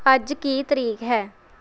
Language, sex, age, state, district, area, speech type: Punjabi, female, 18-30, Punjab, Mohali, urban, read